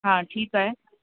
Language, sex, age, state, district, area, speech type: Sindhi, female, 30-45, Uttar Pradesh, Lucknow, urban, conversation